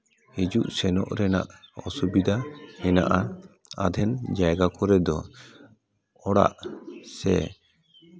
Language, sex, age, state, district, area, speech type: Santali, male, 30-45, West Bengal, Paschim Bardhaman, urban, spontaneous